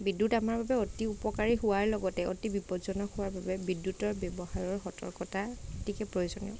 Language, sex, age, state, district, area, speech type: Assamese, female, 30-45, Assam, Morigaon, rural, spontaneous